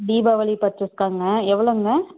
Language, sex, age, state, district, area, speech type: Tamil, female, 18-30, Tamil Nadu, Namakkal, rural, conversation